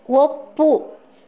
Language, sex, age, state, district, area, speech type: Kannada, female, 30-45, Karnataka, Mandya, rural, read